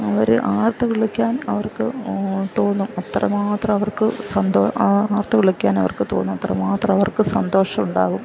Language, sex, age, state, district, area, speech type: Malayalam, female, 60+, Kerala, Alappuzha, rural, spontaneous